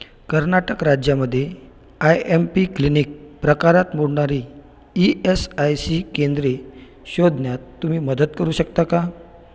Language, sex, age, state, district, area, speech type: Marathi, male, 30-45, Maharashtra, Buldhana, urban, read